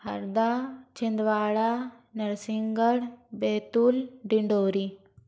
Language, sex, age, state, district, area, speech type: Hindi, female, 45-60, Madhya Pradesh, Bhopal, urban, spontaneous